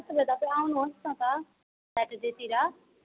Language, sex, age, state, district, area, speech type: Nepali, female, 18-30, West Bengal, Alipurduar, urban, conversation